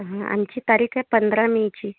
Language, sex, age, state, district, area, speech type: Marathi, female, 30-45, Maharashtra, Amravati, urban, conversation